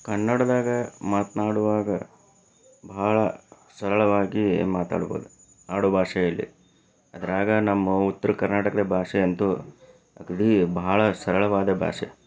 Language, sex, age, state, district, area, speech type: Kannada, male, 30-45, Karnataka, Chikkaballapur, urban, spontaneous